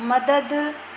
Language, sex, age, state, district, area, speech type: Sindhi, female, 45-60, Madhya Pradesh, Katni, urban, read